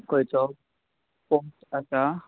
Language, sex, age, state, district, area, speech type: Goan Konkani, male, 18-30, Goa, Bardez, rural, conversation